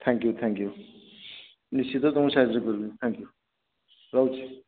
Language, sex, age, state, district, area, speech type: Odia, male, 45-60, Odisha, Nayagarh, rural, conversation